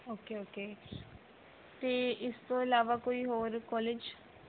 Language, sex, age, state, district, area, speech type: Punjabi, female, 18-30, Punjab, Mohali, rural, conversation